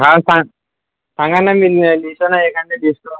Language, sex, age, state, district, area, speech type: Marathi, male, 18-30, Maharashtra, Amravati, rural, conversation